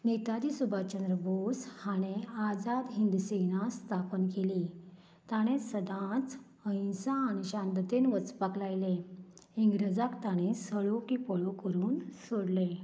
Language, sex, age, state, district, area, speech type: Goan Konkani, female, 45-60, Goa, Canacona, rural, spontaneous